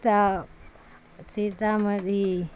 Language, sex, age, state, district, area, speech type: Urdu, female, 45-60, Bihar, Supaul, rural, spontaneous